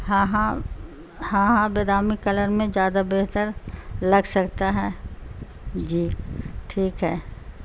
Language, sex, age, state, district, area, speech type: Urdu, female, 60+, Bihar, Gaya, urban, spontaneous